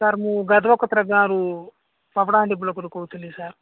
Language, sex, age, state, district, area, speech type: Odia, male, 45-60, Odisha, Nabarangpur, rural, conversation